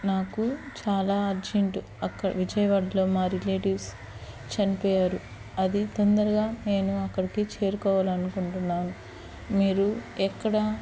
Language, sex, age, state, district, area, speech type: Telugu, female, 30-45, Andhra Pradesh, Eluru, urban, spontaneous